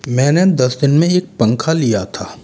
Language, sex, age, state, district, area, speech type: Hindi, male, 60+, Rajasthan, Jaipur, urban, spontaneous